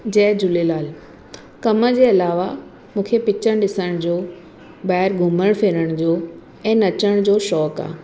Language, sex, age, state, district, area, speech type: Sindhi, female, 30-45, Maharashtra, Mumbai Suburban, urban, spontaneous